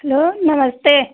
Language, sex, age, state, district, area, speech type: Hindi, female, 45-60, Uttar Pradesh, Pratapgarh, rural, conversation